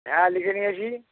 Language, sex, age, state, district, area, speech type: Bengali, male, 45-60, West Bengal, North 24 Parganas, urban, conversation